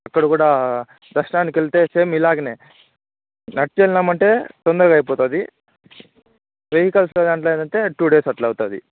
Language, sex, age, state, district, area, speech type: Telugu, male, 18-30, Andhra Pradesh, Chittoor, rural, conversation